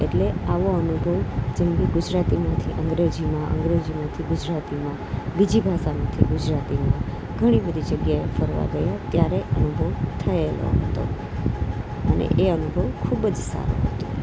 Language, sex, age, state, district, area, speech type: Gujarati, female, 30-45, Gujarat, Kheda, urban, spontaneous